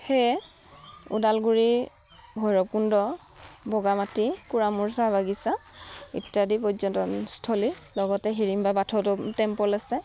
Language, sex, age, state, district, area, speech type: Assamese, female, 30-45, Assam, Udalguri, rural, spontaneous